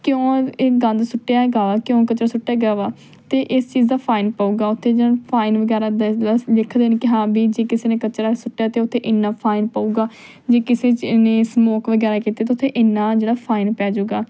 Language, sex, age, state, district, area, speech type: Punjabi, female, 18-30, Punjab, Tarn Taran, urban, spontaneous